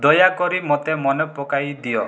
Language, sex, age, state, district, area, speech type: Odia, male, 30-45, Odisha, Rayagada, urban, read